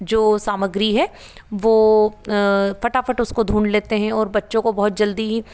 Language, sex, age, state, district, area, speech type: Hindi, female, 30-45, Madhya Pradesh, Ujjain, urban, spontaneous